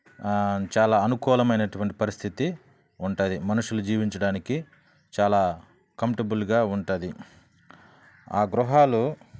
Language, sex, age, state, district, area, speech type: Telugu, male, 30-45, Andhra Pradesh, Sri Balaji, rural, spontaneous